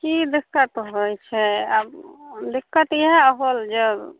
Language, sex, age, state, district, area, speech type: Maithili, female, 30-45, Bihar, Samastipur, urban, conversation